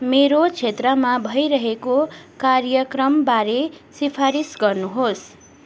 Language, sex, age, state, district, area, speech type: Nepali, female, 18-30, West Bengal, Darjeeling, rural, read